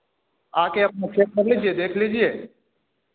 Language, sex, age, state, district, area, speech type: Hindi, male, 60+, Bihar, Begusarai, urban, conversation